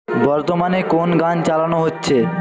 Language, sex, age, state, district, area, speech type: Bengali, male, 45-60, West Bengal, Jhargram, rural, read